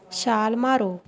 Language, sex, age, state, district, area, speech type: Punjabi, female, 30-45, Punjab, Rupnagar, rural, read